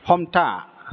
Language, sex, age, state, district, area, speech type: Bodo, male, 60+, Assam, Chirang, urban, read